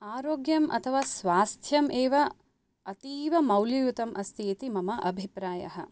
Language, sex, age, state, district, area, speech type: Sanskrit, female, 30-45, Karnataka, Bangalore Urban, urban, spontaneous